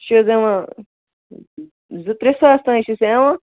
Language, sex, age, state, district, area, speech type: Kashmiri, male, 18-30, Jammu and Kashmir, Baramulla, rural, conversation